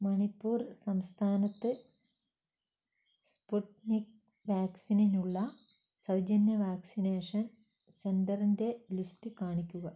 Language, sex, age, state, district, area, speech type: Malayalam, female, 60+, Kerala, Wayanad, rural, read